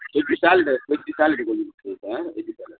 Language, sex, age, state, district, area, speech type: Tamil, male, 45-60, Tamil Nadu, Kallakurichi, rural, conversation